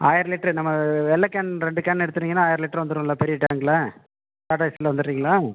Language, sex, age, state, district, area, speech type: Tamil, male, 30-45, Tamil Nadu, Pudukkottai, rural, conversation